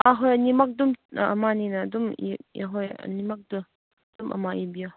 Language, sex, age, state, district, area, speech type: Manipuri, female, 18-30, Manipur, Kangpokpi, rural, conversation